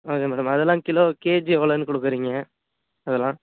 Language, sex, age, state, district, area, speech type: Tamil, male, 18-30, Tamil Nadu, Nagapattinam, urban, conversation